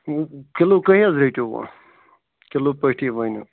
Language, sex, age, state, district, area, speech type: Kashmiri, male, 18-30, Jammu and Kashmir, Bandipora, rural, conversation